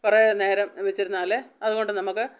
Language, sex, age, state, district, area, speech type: Malayalam, female, 60+, Kerala, Pathanamthitta, rural, spontaneous